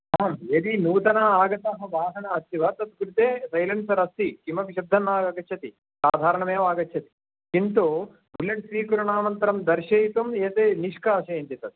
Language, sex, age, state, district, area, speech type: Sanskrit, male, 60+, Telangana, Karimnagar, urban, conversation